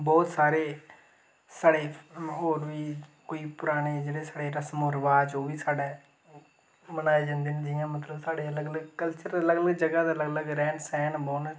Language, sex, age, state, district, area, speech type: Dogri, male, 18-30, Jammu and Kashmir, Reasi, rural, spontaneous